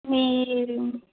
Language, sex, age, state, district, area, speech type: Telugu, female, 18-30, Telangana, Adilabad, rural, conversation